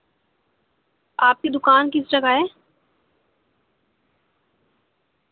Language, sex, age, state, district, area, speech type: Urdu, female, 18-30, Delhi, North East Delhi, urban, conversation